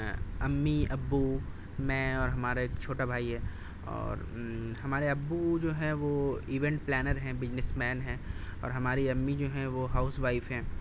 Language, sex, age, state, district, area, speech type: Urdu, male, 30-45, Delhi, South Delhi, urban, spontaneous